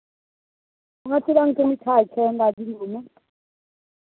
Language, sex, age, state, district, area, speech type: Maithili, female, 30-45, Bihar, Begusarai, urban, conversation